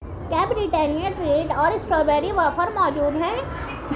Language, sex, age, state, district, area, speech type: Urdu, female, 18-30, Delhi, Central Delhi, urban, read